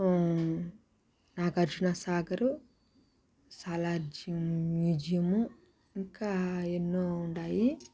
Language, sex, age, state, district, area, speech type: Telugu, female, 30-45, Andhra Pradesh, Sri Balaji, urban, spontaneous